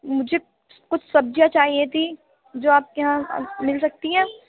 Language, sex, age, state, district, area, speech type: Urdu, female, 45-60, Delhi, Central Delhi, rural, conversation